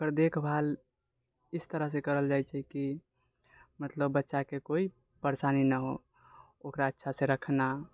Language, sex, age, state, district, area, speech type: Maithili, male, 18-30, Bihar, Purnia, rural, spontaneous